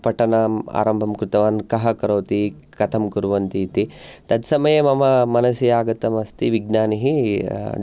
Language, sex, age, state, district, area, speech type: Sanskrit, male, 30-45, Karnataka, Chikkamagaluru, urban, spontaneous